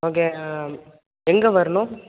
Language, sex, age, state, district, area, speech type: Tamil, male, 30-45, Tamil Nadu, Tiruvarur, rural, conversation